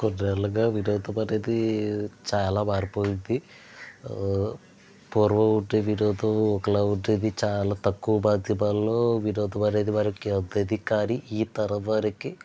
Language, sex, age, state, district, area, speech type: Telugu, male, 45-60, Andhra Pradesh, East Godavari, rural, spontaneous